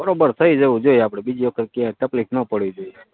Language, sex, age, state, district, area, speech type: Gujarati, male, 30-45, Gujarat, Morbi, rural, conversation